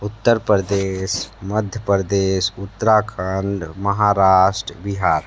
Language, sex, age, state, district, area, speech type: Hindi, male, 18-30, Uttar Pradesh, Sonbhadra, rural, spontaneous